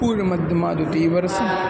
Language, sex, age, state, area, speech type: Sanskrit, male, 18-30, Uttar Pradesh, urban, spontaneous